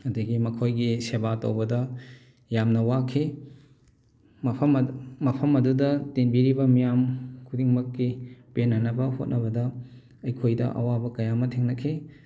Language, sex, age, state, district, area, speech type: Manipuri, male, 30-45, Manipur, Thoubal, rural, spontaneous